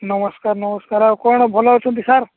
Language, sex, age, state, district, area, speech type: Odia, male, 45-60, Odisha, Nabarangpur, rural, conversation